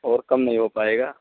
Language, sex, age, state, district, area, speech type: Urdu, male, 18-30, Uttar Pradesh, Balrampur, rural, conversation